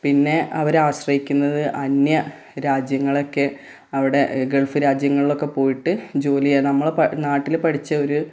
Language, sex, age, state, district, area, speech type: Malayalam, female, 30-45, Kerala, Malappuram, rural, spontaneous